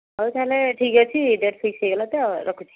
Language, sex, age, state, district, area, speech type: Odia, female, 60+, Odisha, Jharsuguda, rural, conversation